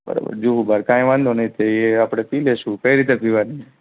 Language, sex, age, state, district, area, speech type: Gujarati, male, 18-30, Gujarat, Morbi, urban, conversation